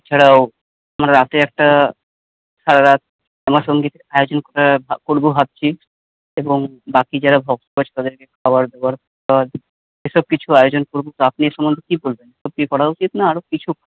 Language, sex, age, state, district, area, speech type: Bengali, male, 30-45, West Bengal, Paschim Bardhaman, urban, conversation